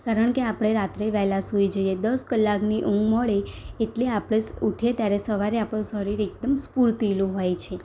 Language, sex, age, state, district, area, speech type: Gujarati, female, 18-30, Gujarat, Anand, rural, spontaneous